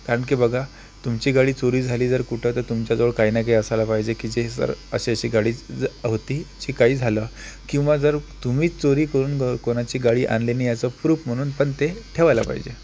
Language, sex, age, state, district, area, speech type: Marathi, male, 18-30, Maharashtra, Akola, rural, spontaneous